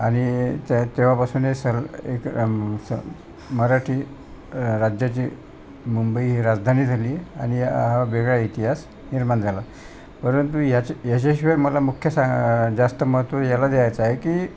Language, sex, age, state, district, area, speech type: Marathi, male, 60+, Maharashtra, Wardha, urban, spontaneous